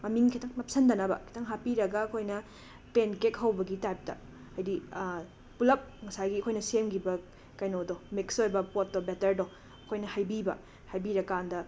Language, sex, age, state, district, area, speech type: Manipuri, female, 18-30, Manipur, Imphal West, rural, spontaneous